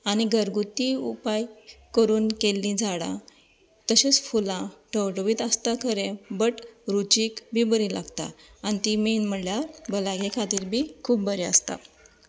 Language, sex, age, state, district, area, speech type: Goan Konkani, female, 30-45, Goa, Canacona, rural, spontaneous